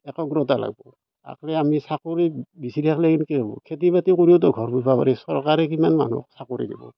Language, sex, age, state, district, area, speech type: Assamese, male, 45-60, Assam, Barpeta, rural, spontaneous